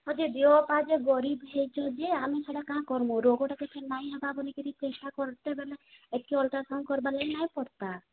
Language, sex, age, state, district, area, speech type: Odia, female, 45-60, Odisha, Sambalpur, rural, conversation